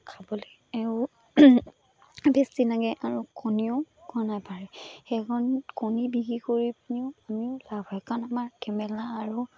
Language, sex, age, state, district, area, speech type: Assamese, female, 18-30, Assam, Charaideo, rural, spontaneous